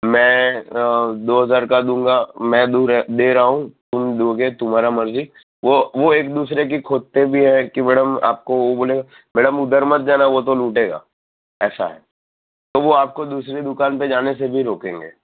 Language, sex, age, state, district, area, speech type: Gujarati, male, 30-45, Gujarat, Narmada, urban, conversation